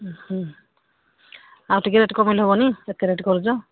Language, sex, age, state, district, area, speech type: Odia, female, 60+, Odisha, Angul, rural, conversation